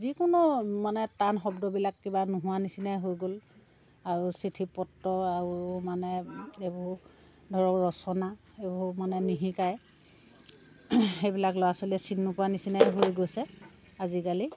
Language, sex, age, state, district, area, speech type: Assamese, female, 60+, Assam, Dhemaji, rural, spontaneous